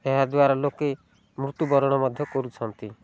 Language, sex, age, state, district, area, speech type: Odia, male, 45-60, Odisha, Rayagada, rural, spontaneous